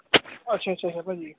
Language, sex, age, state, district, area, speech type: Punjabi, male, 18-30, Punjab, Hoshiarpur, rural, conversation